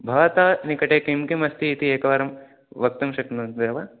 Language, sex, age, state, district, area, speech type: Sanskrit, male, 18-30, Tamil Nadu, Tiruvallur, rural, conversation